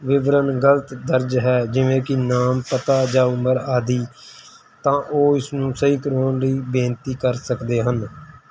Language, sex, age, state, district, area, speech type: Punjabi, male, 30-45, Punjab, Mansa, urban, spontaneous